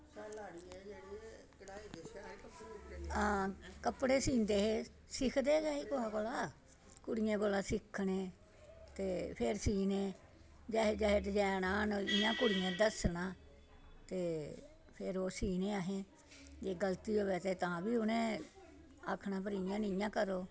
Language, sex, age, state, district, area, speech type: Dogri, female, 60+, Jammu and Kashmir, Samba, urban, spontaneous